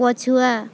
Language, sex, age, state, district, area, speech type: Odia, female, 18-30, Odisha, Balangir, urban, read